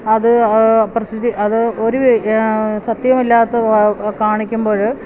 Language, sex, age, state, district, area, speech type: Malayalam, female, 45-60, Kerala, Kottayam, rural, spontaneous